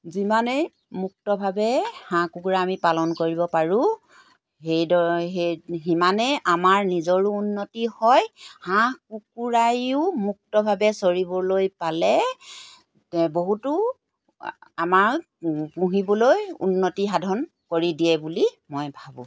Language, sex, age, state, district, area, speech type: Assamese, female, 45-60, Assam, Golaghat, rural, spontaneous